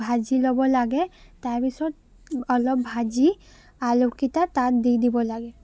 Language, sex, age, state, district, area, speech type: Assamese, female, 30-45, Assam, Charaideo, urban, spontaneous